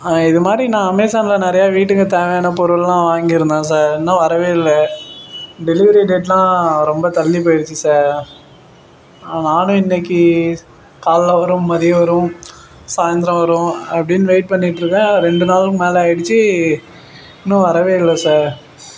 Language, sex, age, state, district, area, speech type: Tamil, male, 18-30, Tamil Nadu, Perambalur, rural, spontaneous